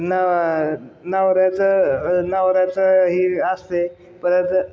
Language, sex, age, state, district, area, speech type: Marathi, male, 18-30, Maharashtra, Osmanabad, rural, spontaneous